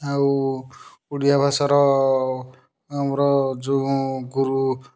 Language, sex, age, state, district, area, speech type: Odia, male, 30-45, Odisha, Kendujhar, urban, spontaneous